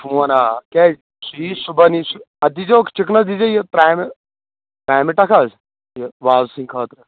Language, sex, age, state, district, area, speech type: Kashmiri, male, 18-30, Jammu and Kashmir, Anantnag, rural, conversation